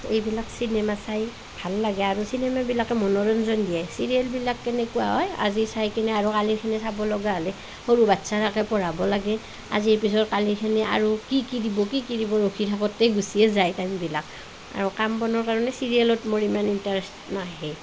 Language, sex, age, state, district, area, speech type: Assamese, female, 30-45, Assam, Nalbari, rural, spontaneous